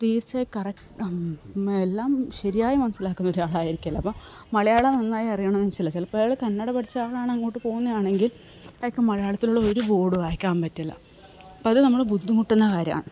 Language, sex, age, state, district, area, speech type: Malayalam, female, 45-60, Kerala, Kasaragod, rural, spontaneous